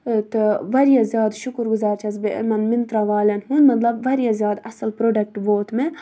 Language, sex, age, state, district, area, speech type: Kashmiri, female, 30-45, Jammu and Kashmir, Budgam, rural, spontaneous